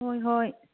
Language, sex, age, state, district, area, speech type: Manipuri, female, 45-60, Manipur, Kangpokpi, urban, conversation